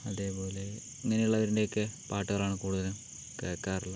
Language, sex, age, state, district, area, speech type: Malayalam, male, 18-30, Kerala, Palakkad, urban, spontaneous